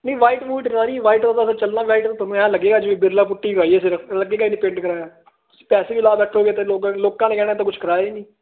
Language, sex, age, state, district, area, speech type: Punjabi, male, 18-30, Punjab, Fazilka, urban, conversation